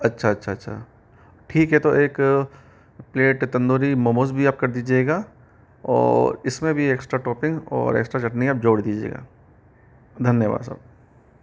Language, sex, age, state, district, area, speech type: Hindi, male, 18-30, Rajasthan, Jaipur, urban, spontaneous